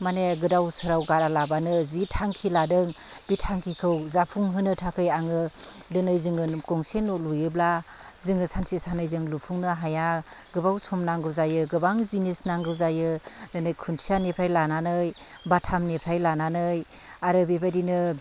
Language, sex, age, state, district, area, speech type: Bodo, female, 30-45, Assam, Chirang, rural, spontaneous